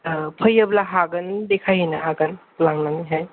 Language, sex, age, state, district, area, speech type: Bodo, male, 18-30, Assam, Kokrajhar, rural, conversation